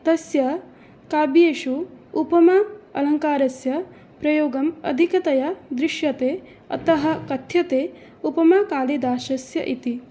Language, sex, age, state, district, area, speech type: Sanskrit, female, 18-30, Assam, Biswanath, rural, spontaneous